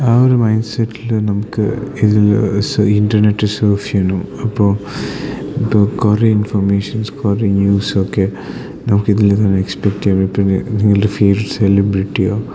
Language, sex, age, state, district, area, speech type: Malayalam, male, 18-30, Kerala, Idukki, rural, spontaneous